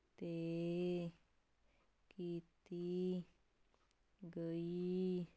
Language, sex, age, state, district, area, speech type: Punjabi, female, 18-30, Punjab, Sangrur, urban, read